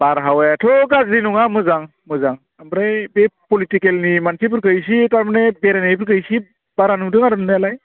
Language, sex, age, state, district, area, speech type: Bodo, male, 45-60, Assam, Baksa, rural, conversation